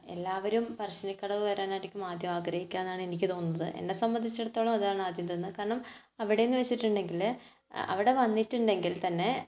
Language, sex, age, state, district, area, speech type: Malayalam, female, 18-30, Kerala, Kannur, rural, spontaneous